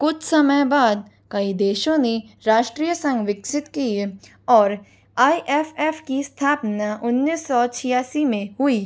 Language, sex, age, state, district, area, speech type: Hindi, female, 45-60, Rajasthan, Jaipur, urban, read